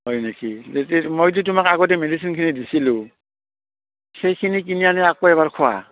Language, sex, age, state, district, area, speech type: Assamese, male, 45-60, Assam, Barpeta, rural, conversation